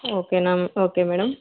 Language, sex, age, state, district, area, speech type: Telugu, female, 18-30, Andhra Pradesh, Kurnool, rural, conversation